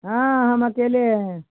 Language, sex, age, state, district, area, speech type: Hindi, female, 60+, Bihar, Samastipur, rural, conversation